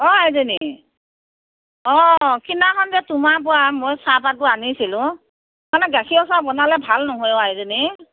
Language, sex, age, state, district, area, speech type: Assamese, female, 45-60, Assam, Morigaon, rural, conversation